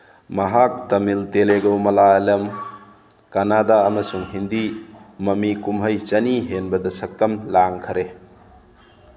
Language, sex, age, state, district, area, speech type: Manipuri, male, 45-60, Manipur, Churachandpur, rural, read